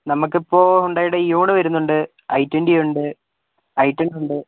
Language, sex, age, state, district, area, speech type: Malayalam, male, 18-30, Kerala, Wayanad, rural, conversation